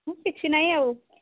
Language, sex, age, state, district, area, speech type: Odia, female, 45-60, Odisha, Sambalpur, rural, conversation